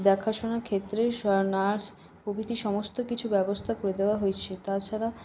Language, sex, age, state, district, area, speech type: Bengali, female, 18-30, West Bengal, Paschim Bardhaman, urban, spontaneous